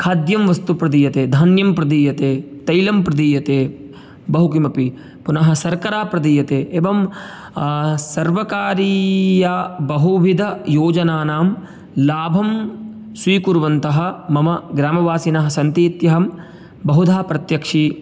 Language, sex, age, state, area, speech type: Sanskrit, male, 18-30, Uttar Pradesh, rural, spontaneous